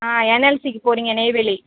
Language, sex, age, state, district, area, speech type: Tamil, female, 45-60, Tamil Nadu, Cuddalore, rural, conversation